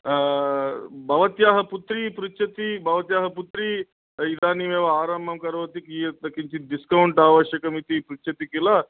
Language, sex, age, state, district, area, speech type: Sanskrit, male, 45-60, Andhra Pradesh, Guntur, urban, conversation